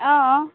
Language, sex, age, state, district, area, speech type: Assamese, female, 45-60, Assam, Goalpara, urban, conversation